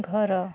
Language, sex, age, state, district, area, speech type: Odia, female, 45-60, Odisha, Kalahandi, rural, read